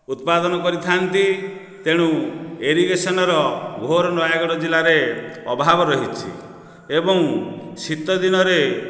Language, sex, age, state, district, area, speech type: Odia, male, 45-60, Odisha, Nayagarh, rural, spontaneous